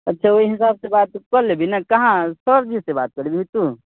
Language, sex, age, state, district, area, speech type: Maithili, male, 18-30, Bihar, Muzaffarpur, rural, conversation